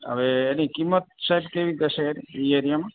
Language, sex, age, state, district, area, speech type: Gujarati, male, 30-45, Gujarat, Morbi, rural, conversation